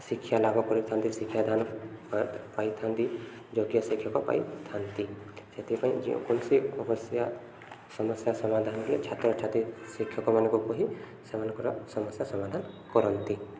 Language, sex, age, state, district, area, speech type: Odia, male, 18-30, Odisha, Subarnapur, urban, spontaneous